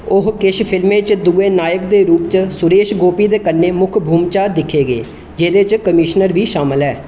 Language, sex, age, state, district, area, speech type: Dogri, male, 18-30, Jammu and Kashmir, Reasi, rural, read